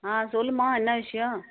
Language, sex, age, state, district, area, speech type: Tamil, female, 45-60, Tamil Nadu, Tiruvannamalai, rural, conversation